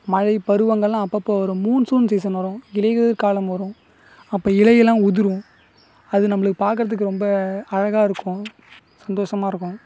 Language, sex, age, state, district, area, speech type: Tamil, male, 18-30, Tamil Nadu, Cuddalore, rural, spontaneous